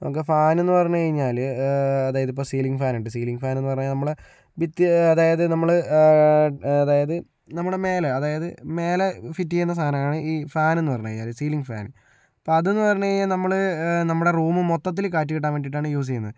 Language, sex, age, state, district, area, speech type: Malayalam, male, 60+, Kerala, Kozhikode, urban, spontaneous